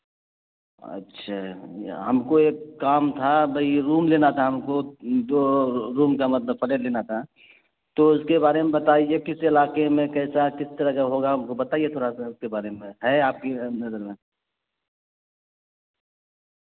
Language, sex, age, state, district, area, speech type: Urdu, male, 45-60, Bihar, Araria, rural, conversation